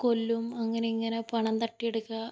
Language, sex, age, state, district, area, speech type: Malayalam, female, 18-30, Kerala, Kannur, rural, spontaneous